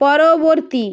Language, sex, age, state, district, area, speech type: Bengali, female, 60+, West Bengal, Nadia, rural, read